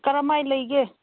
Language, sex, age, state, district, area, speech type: Manipuri, female, 30-45, Manipur, Senapati, urban, conversation